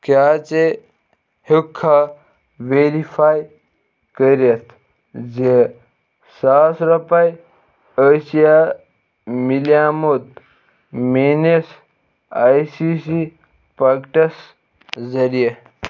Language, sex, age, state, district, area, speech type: Kashmiri, male, 18-30, Jammu and Kashmir, Baramulla, rural, read